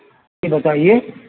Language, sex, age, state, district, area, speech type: Urdu, male, 60+, Uttar Pradesh, Rampur, urban, conversation